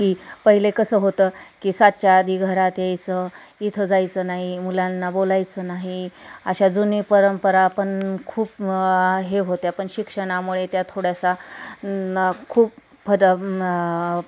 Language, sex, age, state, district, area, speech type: Marathi, female, 30-45, Maharashtra, Osmanabad, rural, spontaneous